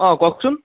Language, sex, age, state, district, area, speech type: Assamese, male, 45-60, Assam, Dhemaji, rural, conversation